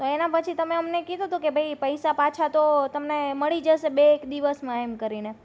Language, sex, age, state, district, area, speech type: Gujarati, female, 30-45, Gujarat, Rajkot, urban, spontaneous